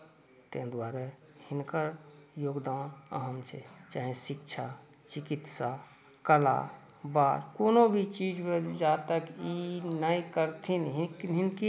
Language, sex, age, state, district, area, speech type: Maithili, male, 60+, Bihar, Saharsa, urban, spontaneous